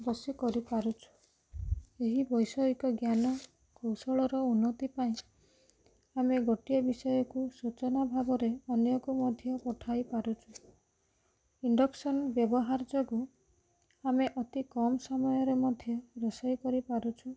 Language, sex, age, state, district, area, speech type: Odia, female, 18-30, Odisha, Rayagada, rural, spontaneous